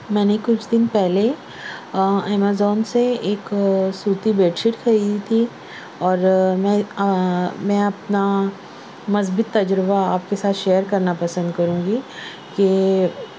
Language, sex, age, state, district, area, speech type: Urdu, female, 30-45, Maharashtra, Nashik, urban, spontaneous